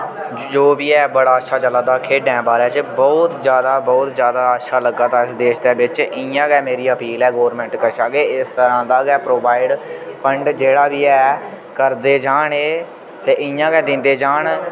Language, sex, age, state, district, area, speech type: Dogri, male, 18-30, Jammu and Kashmir, Udhampur, rural, spontaneous